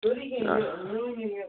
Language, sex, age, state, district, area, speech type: Kashmiri, male, 18-30, Jammu and Kashmir, Baramulla, rural, conversation